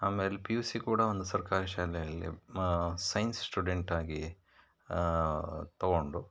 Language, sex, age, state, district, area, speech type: Kannada, male, 45-60, Karnataka, Shimoga, rural, spontaneous